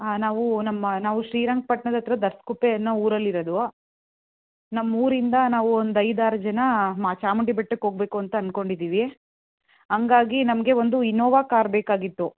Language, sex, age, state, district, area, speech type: Kannada, female, 18-30, Karnataka, Mandya, rural, conversation